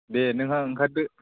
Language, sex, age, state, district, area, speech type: Bodo, male, 18-30, Assam, Kokrajhar, rural, conversation